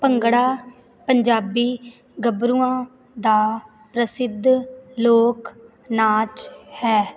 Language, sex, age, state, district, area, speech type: Punjabi, female, 18-30, Punjab, Fazilka, rural, spontaneous